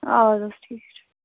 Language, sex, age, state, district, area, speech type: Kashmiri, female, 18-30, Jammu and Kashmir, Baramulla, rural, conversation